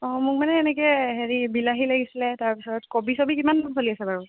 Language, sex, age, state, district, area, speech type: Assamese, female, 18-30, Assam, Biswanath, rural, conversation